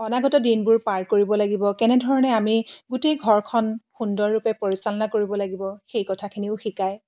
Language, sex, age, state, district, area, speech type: Assamese, female, 45-60, Assam, Dibrugarh, rural, spontaneous